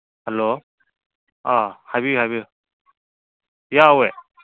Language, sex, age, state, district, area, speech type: Manipuri, male, 30-45, Manipur, Kangpokpi, urban, conversation